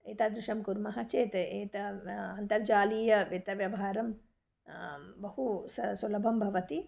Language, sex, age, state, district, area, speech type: Sanskrit, female, 45-60, Karnataka, Bangalore Urban, urban, spontaneous